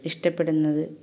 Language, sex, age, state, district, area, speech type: Malayalam, female, 30-45, Kerala, Kasaragod, urban, spontaneous